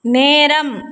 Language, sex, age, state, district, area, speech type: Tamil, female, 30-45, Tamil Nadu, Thoothukudi, urban, read